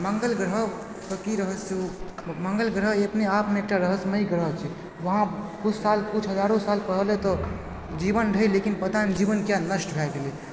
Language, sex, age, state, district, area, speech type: Maithili, male, 18-30, Bihar, Supaul, rural, spontaneous